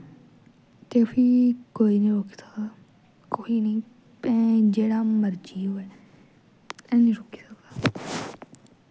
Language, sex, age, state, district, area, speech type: Dogri, female, 18-30, Jammu and Kashmir, Jammu, rural, spontaneous